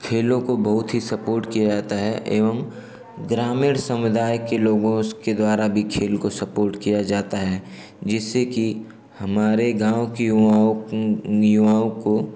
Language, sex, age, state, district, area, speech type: Hindi, male, 18-30, Uttar Pradesh, Ghazipur, rural, spontaneous